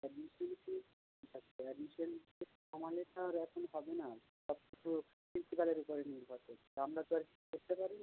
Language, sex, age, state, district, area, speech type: Bengali, male, 45-60, West Bengal, South 24 Parganas, rural, conversation